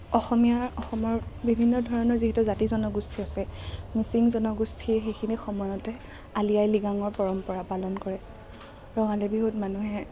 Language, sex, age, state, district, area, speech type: Assamese, female, 30-45, Assam, Kamrup Metropolitan, urban, spontaneous